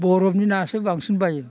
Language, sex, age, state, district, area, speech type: Bodo, male, 60+, Assam, Baksa, urban, spontaneous